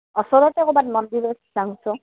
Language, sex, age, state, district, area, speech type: Assamese, female, 30-45, Assam, Goalpara, rural, conversation